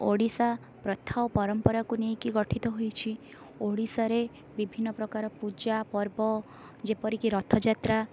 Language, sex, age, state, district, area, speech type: Odia, female, 18-30, Odisha, Rayagada, rural, spontaneous